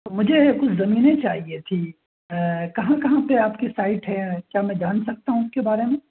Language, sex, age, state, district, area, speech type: Urdu, male, 18-30, Delhi, North West Delhi, urban, conversation